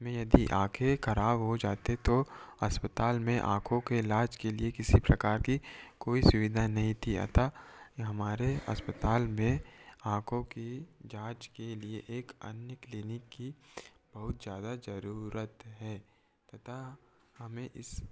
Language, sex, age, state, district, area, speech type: Hindi, male, 18-30, Madhya Pradesh, Betul, rural, spontaneous